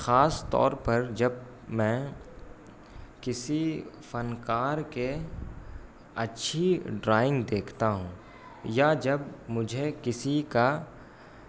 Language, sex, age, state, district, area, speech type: Urdu, male, 18-30, Bihar, Gaya, rural, spontaneous